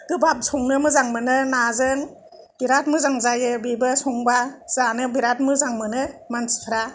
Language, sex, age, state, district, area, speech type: Bodo, female, 60+, Assam, Kokrajhar, urban, spontaneous